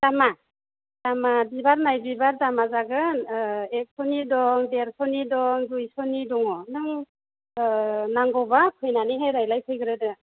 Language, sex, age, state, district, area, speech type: Bodo, female, 60+, Assam, Chirang, rural, conversation